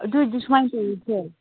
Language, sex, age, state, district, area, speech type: Manipuri, female, 30-45, Manipur, Chandel, rural, conversation